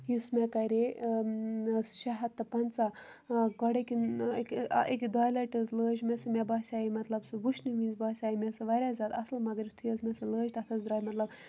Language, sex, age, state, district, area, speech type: Kashmiri, female, 18-30, Jammu and Kashmir, Kupwara, rural, spontaneous